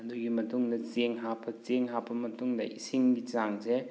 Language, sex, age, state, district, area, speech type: Manipuri, male, 30-45, Manipur, Thoubal, rural, spontaneous